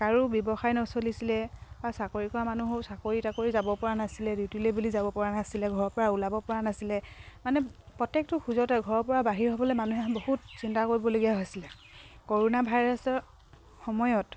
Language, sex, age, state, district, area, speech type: Assamese, female, 45-60, Assam, Dibrugarh, rural, spontaneous